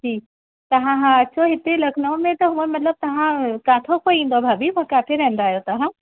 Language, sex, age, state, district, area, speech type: Sindhi, female, 45-60, Uttar Pradesh, Lucknow, urban, conversation